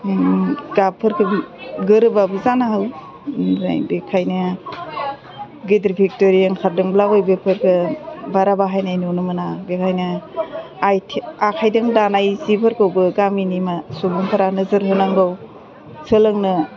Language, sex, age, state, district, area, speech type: Bodo, female, 30-45, Assam, Udalguri, urban, spontaneous